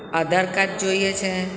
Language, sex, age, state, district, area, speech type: Gujarati, female, 60+, Gujarat, Surat, urban, spontaneous